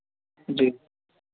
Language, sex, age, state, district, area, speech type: Hindi, male, 18-30, Bihar, Vaishali, rural, conversation